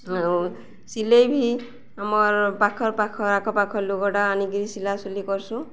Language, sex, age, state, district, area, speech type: Odia, female, 45-60, Odisha, Balangir, urban, spontaneous